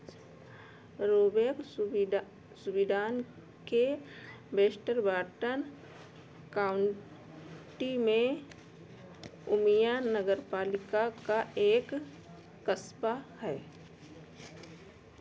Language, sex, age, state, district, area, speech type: Hindi, female, 60+, Uttar Pradesh, Ayodhya, urban, read